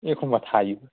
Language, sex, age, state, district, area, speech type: Bodo, male, 30-45, Assam, Kokrajhar, rural, conversation